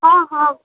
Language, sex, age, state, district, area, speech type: Maithili, female, 18-30, Bihar, Muzaffarpur, rural, conversation